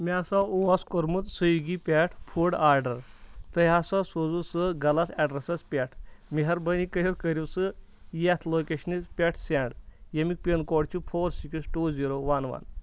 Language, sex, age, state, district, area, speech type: Kashmiri, male, 30-45, Jammu and Kashmir, Pulwama, urban, spontaneous